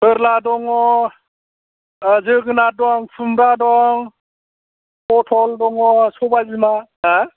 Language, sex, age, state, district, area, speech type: Bodo, male, 60+, Assam, Kokrajhar, urban, conversation